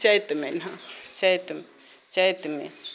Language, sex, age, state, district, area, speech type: Maithili, female, 45-60, Bihar, Purnia, rural, spontaneous